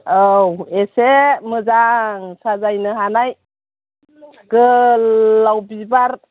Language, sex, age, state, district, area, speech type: Bodo, female, 60+, Assam, Chirang, rural, conversation